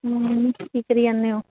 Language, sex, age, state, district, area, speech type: Punjabi, female, 30-45, Punjab, Muktsar, urban, conversation